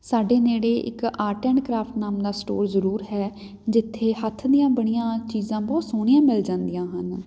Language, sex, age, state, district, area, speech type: Punjabi, female, 30-45, Punjab, Patiala, rural, spontaneous